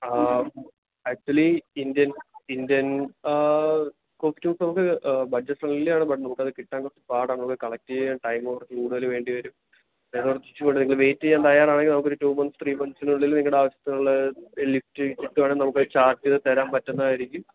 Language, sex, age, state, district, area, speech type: Malayalam, male, 30-45, Kerala, Alappuzha, rural, conversation